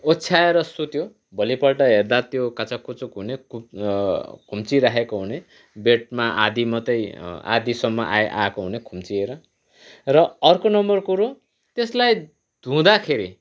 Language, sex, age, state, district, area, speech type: Nepali, male, 45-60, West Bengal, Kalimpong, rural, spontaneous